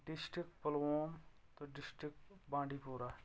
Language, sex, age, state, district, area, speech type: Kashmiri, male, 18-30, Jammu and Kashmir, Kulgam, rural, spontaneous